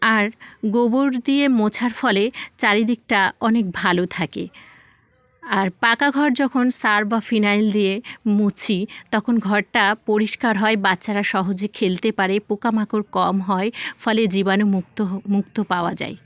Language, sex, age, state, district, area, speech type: Bengali, female, 18-30, West Bengal, South 24 Parganas, rural, spontaneous